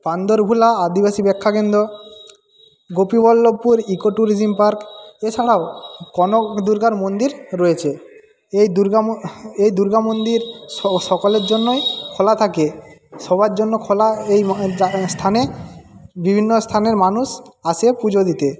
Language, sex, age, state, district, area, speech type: Bengali, male, 45-60, West Bengal, Jhargram, rural, spontaneous